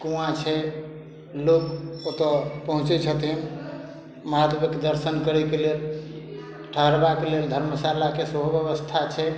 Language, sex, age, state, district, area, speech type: Maithili, male, 45-60, Bihar, Madhubani, rural, spontaneous